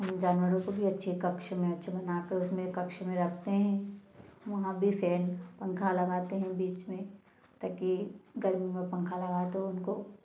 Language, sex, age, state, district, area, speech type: Hindi, female, 18-30, Madhya Pradesh, Ujjain, rural, spontaneous